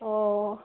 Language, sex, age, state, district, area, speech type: Assamese, female, 18-30, Assam, Sivasagar, rural, conversation